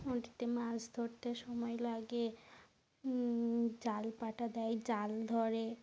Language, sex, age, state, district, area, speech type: Bengali, female, 45-60, West Bengal, North 24 Parganas, rural, spontaneous